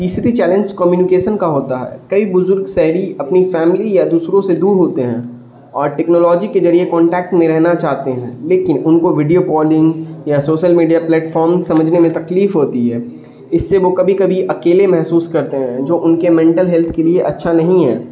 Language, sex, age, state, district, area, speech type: Urdu, male, 18-30, Bihar, Darbhanga, rural, spontaneous